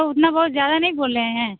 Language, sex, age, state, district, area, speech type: Hindi, female, 30-45, Uttar Pradesh, Mirzapur, rural, conversation